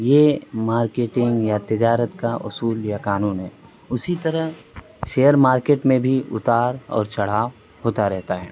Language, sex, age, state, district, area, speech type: Urdu, male, 18-30, Uttar Pradesh, Azamgarh, rural, spontaneous